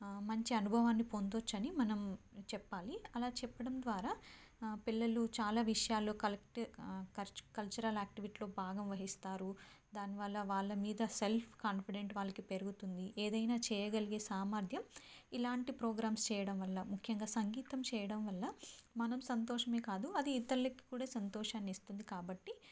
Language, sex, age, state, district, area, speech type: Telugu, female, 18-30, Telangana, Karimnagar, rural, spontaneous